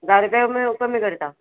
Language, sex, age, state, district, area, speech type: Goan Konkani, female, 45-60, Goa, Murmgao, urban, conversation